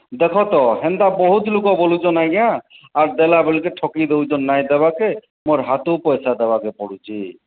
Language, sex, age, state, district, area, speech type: Odia, male, 45-60, Odisha, Boudh, rural, conversation